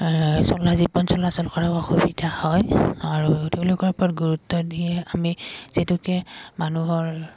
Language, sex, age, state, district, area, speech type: Assamese, female, 18-30, Assam, Udalguri, urban, spontaneous